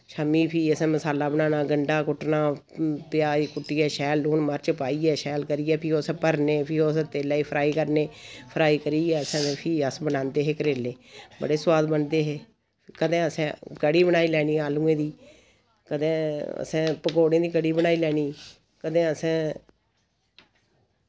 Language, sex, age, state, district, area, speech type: Dogri, female, 45-60, Jammu and Kashmir, Samba, rural, spontaneous